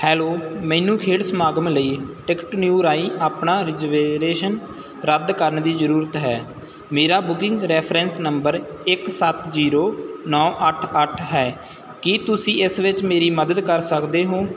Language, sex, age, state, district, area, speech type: Punjabi, male, 18-30, Punjab, Muktsar, rural, read